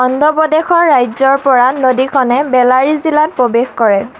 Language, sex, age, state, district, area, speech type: Assamese, female, 18-30, Assam, Lakhimpur, rural, read